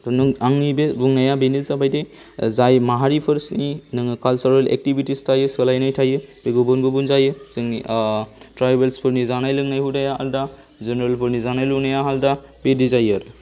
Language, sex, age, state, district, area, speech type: Bodo, male, 30-45, Assam, Chirang, rural, spontaneous